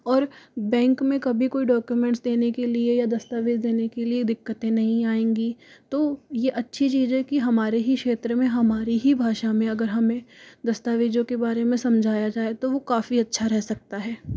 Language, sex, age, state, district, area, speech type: Hindi, male, 60+, Rajasthan, Jaipur, urban, spontaneous